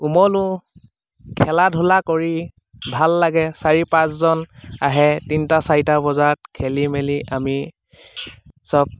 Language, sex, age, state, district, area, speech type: Assamese, male, 30-45, Assam, Lakhimpur, rural, spontaneous